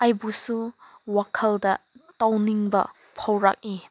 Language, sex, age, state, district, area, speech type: Manipuri, female, 18-30, Manipur, Senapati, rural, spontaneous